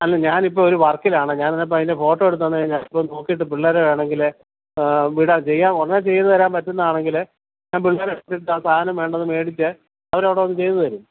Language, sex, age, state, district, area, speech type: Malayalam, male, 45-60, Kerala, Kottayam, rural, conversation